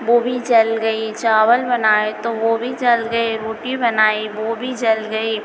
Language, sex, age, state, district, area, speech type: Hindi, female, 30-45, Madhya Pradesh, Hoshangabad, rural, spontaneous